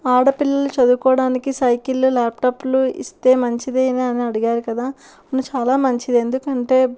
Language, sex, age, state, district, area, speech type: Telugu, female, 18-30, Andhra Pradesh, Kurnool, urban, spontaneous